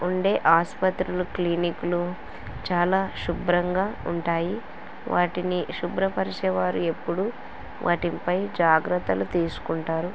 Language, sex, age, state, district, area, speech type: Telugu, female, 18-30, Andhra Pradesh, Kurnool, rural, spontaneous